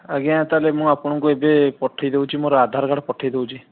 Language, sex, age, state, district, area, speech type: Odia, male, 30-45, Odisha, Dhenkanal, rural, conversation